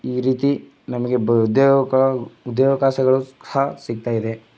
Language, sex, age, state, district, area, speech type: Kannada, male, 18-30, Karnataka, Chamarajanagar, rural, spontaneous